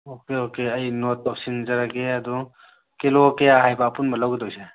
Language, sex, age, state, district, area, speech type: Manipuri, male, 30-45, Manipur, Thoubal, rural, conversation